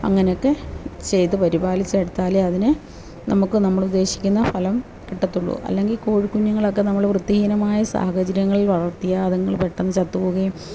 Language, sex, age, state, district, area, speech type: Malayalam, female, 45-60, Kerala, Kottayam, rural, spontaneous